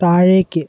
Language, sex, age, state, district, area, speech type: Malayalam, male, 18-30, Kerala, Kottayam, rural, read